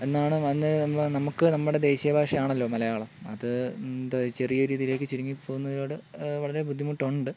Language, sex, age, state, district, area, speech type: Malayalam, male, 18-30, Kerala, Kottayam, rural, spontaneous